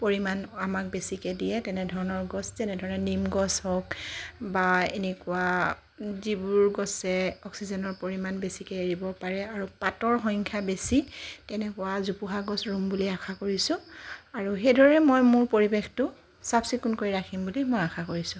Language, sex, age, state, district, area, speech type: Assamese, female, 45-60, Assam, Charaideo, urban, spontaneous